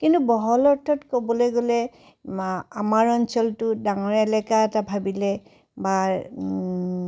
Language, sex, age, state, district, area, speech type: Assamese, female, 60+, Assam, Tinsukia, rural, spontaneous